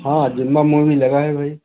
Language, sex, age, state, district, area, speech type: Hindi, male, 30-45, Uttar Pradesh, Jaunpur, rural, conversation